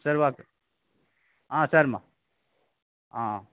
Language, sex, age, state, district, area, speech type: Tamil, male, 60+, Tamil Nadu, Kallakurichi, rural, conversation